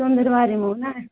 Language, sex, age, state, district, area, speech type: Kashmiri, female, 18-30, Jammu and Kashmir, Anantnag, rural, conversation